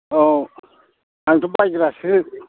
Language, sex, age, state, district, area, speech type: Bodo, male, 60+, Assam, Udalguri, rural, conversation